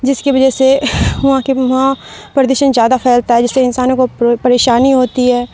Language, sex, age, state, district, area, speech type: Urdu, female, 30-45, Bihar, Supaul, rural, spontaneous